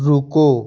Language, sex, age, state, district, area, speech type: Hindi, male, 18-30, Uttar Pradesh, Jaunpur, rural, read